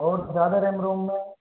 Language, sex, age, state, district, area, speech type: Hindi, male, 45-60, Rajasthan, Karauli, rural, conversation